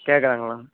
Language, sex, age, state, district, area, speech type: Tamil, male, 18-30, Tamil Nadu, Perambalur, rural, conversation